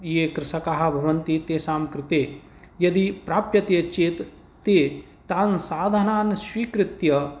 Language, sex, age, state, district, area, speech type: Sanskrit, male, 45-60, Rajasthan, Bharatpur, urban, spontaneous